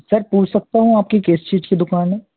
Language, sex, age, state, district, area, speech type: Hindi, male, 18-30, Madhya Pradesh, Jabalpur, urban, conversation